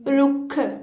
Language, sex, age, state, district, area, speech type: Punjabi, female, 18-30, Punjab, Gurdaspur, rural, read